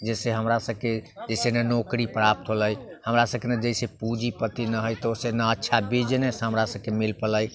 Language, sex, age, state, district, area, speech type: Maithili, male, 30-45, Bihar, Muzaffarpur, rural, spontaneous